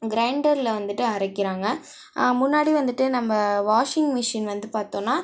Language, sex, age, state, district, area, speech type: Tamil, female, 18-30, Tamil Nadu, Ariyalur, rural, spontaneous